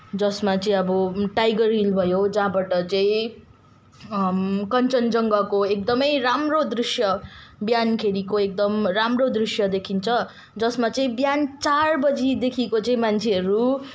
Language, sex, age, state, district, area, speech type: Nepali, female, 18-30, West Bengal, Kalimpong, rural, spontaneous